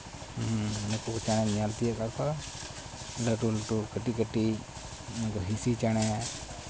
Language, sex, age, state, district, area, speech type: Santali, male, 45-60, West Bengal, Malda, rural, spontaneous